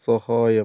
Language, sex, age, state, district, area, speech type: Malayalam, female, 18-30, Kerala, Wayanad, rural, read